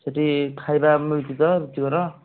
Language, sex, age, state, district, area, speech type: Odia, male, 18-30, Odisha, Nayagarh, rural, conversation